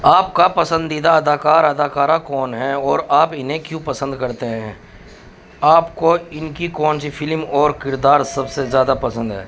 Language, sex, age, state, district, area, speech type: Urdu, male, 30-45, Uttar Pradesh, Muzaffarnagar, urban, spontaneous